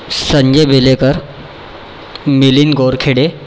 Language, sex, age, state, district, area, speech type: Marathi, male, 18-30, Maharashtra, Nagpur, urban, spontaneous